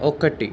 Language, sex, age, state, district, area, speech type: Telugu, male, 18-30, Andhra Pradesh, Visakhapatnam, urban, read